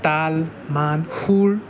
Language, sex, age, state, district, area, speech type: Assamese, male, 18-30, Assam, Jorhat, urban, spontaneous